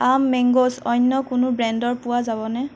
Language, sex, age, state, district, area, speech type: Assamese, female, 18-30, Assam, Nagaon, rural, read